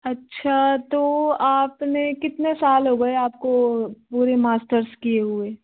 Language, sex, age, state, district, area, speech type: Hindi, female, 18-30, Rajasthan, Jaipur, urban, conversation